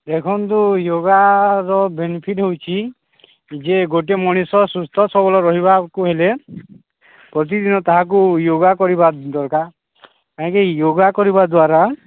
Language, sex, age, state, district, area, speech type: Odia, male, 45-60, Odisha, Nuapada, urban, conversation